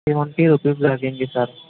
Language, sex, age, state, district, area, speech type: Urdu, male, 18-30, Maharashtra, Nashik, rural, conversation